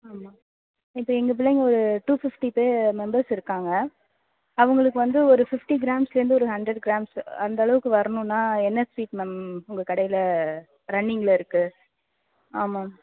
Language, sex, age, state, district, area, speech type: Tamil, female, 45-60, Tamil Nadu, Thanjavur, rural, conversation